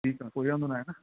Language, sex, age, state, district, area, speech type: Sindhi, male, 30-45, Gujarat, Surat, urban, conversation